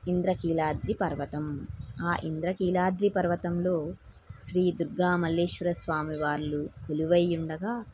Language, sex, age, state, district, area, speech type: Telugu, female, 30-45, Andhra Pradesh, N T Rama Rao, urban, spontaneous